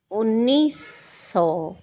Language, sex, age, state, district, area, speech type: Punjabi, female, 45-60, Punjab, Tarn Taran, urban, spontaneous